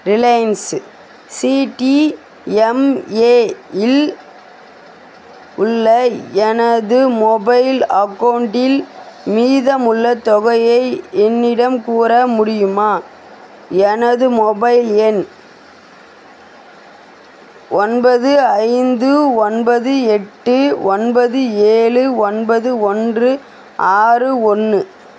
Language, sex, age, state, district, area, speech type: Tamil, female, 30-45, Tamil Nadu, Vellore, urban, read